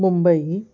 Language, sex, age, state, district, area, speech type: Sindhi, female, 30-45, Maharashtra, Thane, urban, spontaneous